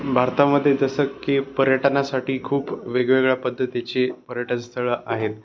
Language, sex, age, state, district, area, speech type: Marathi, male, 30-45, Maharashtra, Osmanabad, rural, spontaneous